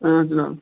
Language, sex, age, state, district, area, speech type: Kashmiri, male, 18-30, Jammu and Kashmir, Budgam, rural, conversation